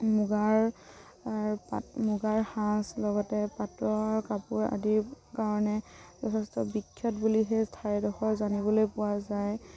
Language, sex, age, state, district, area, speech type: Assamese, female, 18-30, Assam, Dibrugarh, rural, spontaneous